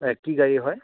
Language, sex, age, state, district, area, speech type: Assamese, male, 30-45, Assam, Morigaon, rural, conversation